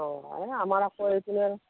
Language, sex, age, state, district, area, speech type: Assamese, male, 30-45, Assam, Morigaon, rural, conversation